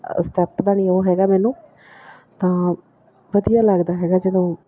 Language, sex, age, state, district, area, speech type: Punjabi, female, 30-45, Punjab, Bathinda, rural, spontaneous